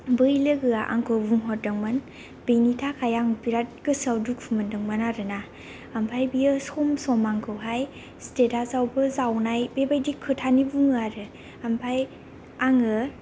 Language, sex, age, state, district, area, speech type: Bodo, female, 18-30, Assam, Kokrajhar, rural, spontaneous